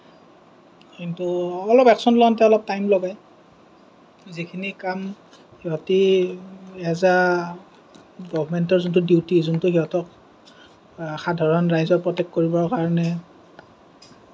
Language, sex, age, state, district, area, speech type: Assamese, male, 30-45, Assam, Kamrup Metropolitan, urban, spontaneous